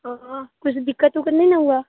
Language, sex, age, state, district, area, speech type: Hindi, female, 18-30, Bihar, Samastipur, rural, conversation